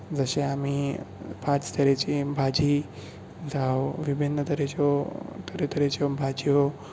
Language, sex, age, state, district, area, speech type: Goan Konkani, male, 18-30, Goa, Bardez, urban, spontaneous